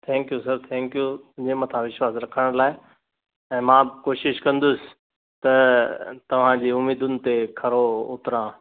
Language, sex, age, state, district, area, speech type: Sindhi, male, 60+, Gujarat, Kutch, urban, conversation